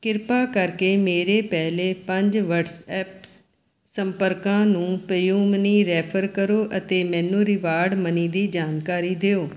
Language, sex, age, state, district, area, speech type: Punjabi, female, 60+, Punjab, Mohali, urban, read